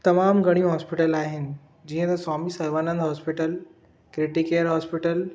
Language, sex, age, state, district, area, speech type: Sindhi, male, 18-30, Maharashtra, Thane, urban, spontaneous